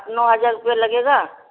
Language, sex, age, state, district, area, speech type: Hindi, female, 60+, Uttar Pradesh, Varanasi, rural, conversation